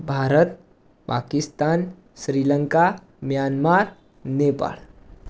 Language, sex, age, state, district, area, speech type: Gujarati, male, 18-30, Gujarat, Mehsana, urban, spontaneous